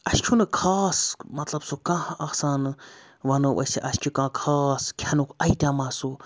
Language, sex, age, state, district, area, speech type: Kashmiri, male, 30-45, Jammu and Kashmir, Srinagar, urban, spontaneous